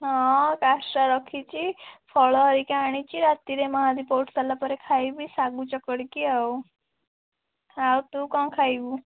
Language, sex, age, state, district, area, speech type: Odia, female, 18-30, Odisha, Cuttack, urban, conversation